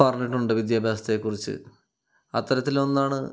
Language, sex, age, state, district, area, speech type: Malayalam, male, 30-45, Kerala, Kannur, rural, spontaneous